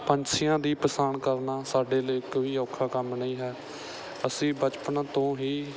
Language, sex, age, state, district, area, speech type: Punjabi, male, 18-30, Punjab, Bathinda, rural, spontaneous